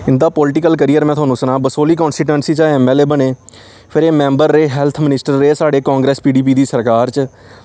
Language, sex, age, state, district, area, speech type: Dogri, male, 18-30, Jammu and Kashmir, Samba, rural, spontaneous